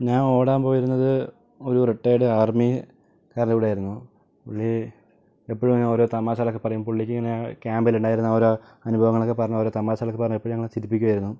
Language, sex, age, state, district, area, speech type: Malayalam, male, 18-30, Kerala, Palakkad, rural, spontaneous